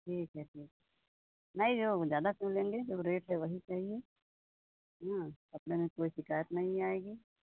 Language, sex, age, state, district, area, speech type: Hindi, female, 30-45, Uttar Pradesh, Pratapgarh, rural, conversation